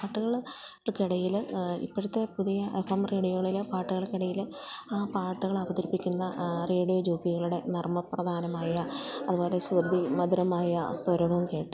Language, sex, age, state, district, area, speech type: Malayalam, female, 45-60, Kerala, Idukki, rural, spontaneous